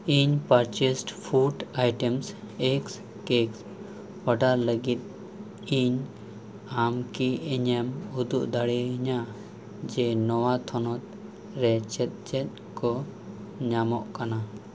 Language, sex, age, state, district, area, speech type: Santali, male, 18-30, West Bengal, Birbhum, rural, read